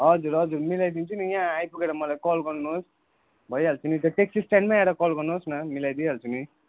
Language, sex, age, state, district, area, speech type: Nepali, male, 18-30, West Bengal, Darjeeling, rural, conversation